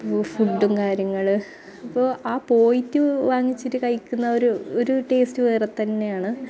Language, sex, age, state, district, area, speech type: Malayalam, female, 30-45, Kerala, Kasaragod, rural, spontaneous